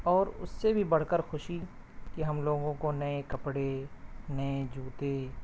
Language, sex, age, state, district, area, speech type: Urdu, male, 18-30, Bihar, Purnia, rural, spontaneous